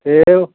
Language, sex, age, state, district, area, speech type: Hindi, male, 60+, Uttar Pradesh, Ghazipur, rural, conversation